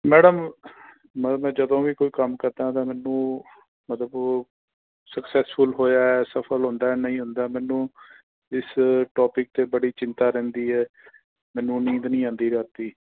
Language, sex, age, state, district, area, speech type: Punjabi, male, 30-45, Punjab, Fazilka, rural, conversation